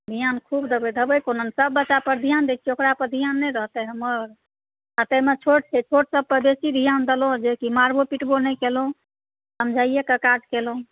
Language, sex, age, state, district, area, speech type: Maithili, female, 45-60, Bihar, Supaul, rural, conversation